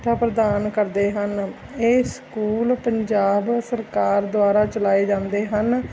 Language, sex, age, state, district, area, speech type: Punjabi, female, 30-45, Punjab, Mansa, urban, spontaneous